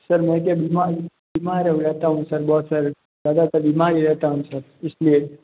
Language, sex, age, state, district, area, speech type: Hindi, male, 18-30, Rajasthan, Jodhpur, rural, conversation